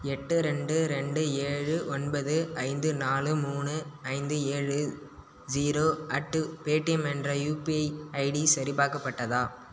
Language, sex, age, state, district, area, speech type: Tamil, male, 18-30, Tamil Nadu, Cuddalore, rural, read